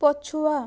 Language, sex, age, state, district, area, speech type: Odia, female, 18-30, Odisha, Balasore, rural, read